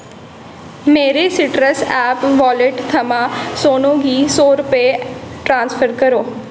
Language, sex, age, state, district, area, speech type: Dogri, female, 18-30, Jammu and Kashmir, Jammu, urban, read